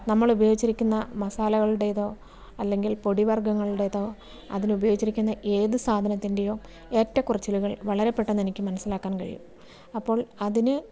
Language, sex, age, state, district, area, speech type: Malayalam, female, 45-60, Kerala, Kasaragod, urban, spontaneous